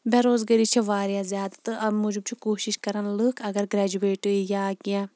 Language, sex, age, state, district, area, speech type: Kashmiri, female, 30-45, Jammu and Kashmir, Shopian, rural, spontaneous